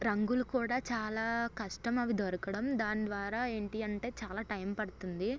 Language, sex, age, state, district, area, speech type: Telugu, female, 18-30, Andhra Pradesh, Eluru, rural, spontaneous